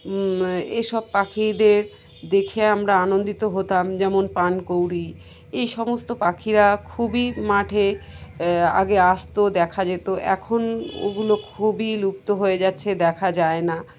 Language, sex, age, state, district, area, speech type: Bengali, female, 30-45, West Bengal, Birbhum, urban, spontaneous